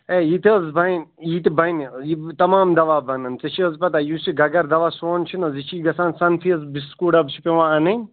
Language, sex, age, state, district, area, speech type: Kashmiri, male, 18-30, Jammu and Kashmir, Bandipora, rural, conversation